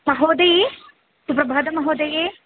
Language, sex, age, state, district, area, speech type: Sanskrit, female, 18-30, Kerala, Palakkad, rural, conversation